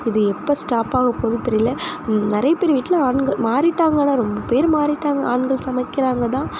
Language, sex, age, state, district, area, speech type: Tamil, female, 45-60, Tamil Nadu, Sivaganga, rural, spontaneous